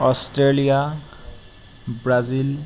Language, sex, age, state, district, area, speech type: Assamese, male, 18-30, Assam, Tinsukia, urban, spontaneous